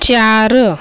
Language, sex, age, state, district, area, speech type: Marathi, female, 30-45, Maharashtra, Nagpur, urban, read